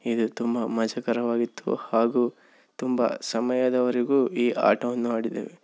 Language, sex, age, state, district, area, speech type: Kannada, male, 18-30, Karnataka, Davanagere, urban, spontaneous